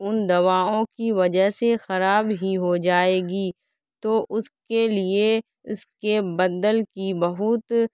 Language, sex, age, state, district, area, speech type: Urdu, female, 18-30, Bihar, Saharsa, rural, spontaneous